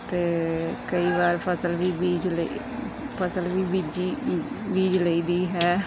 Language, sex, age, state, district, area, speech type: Punjabi, female, 18-30, Punjab, Pathankot, rural, spontaneous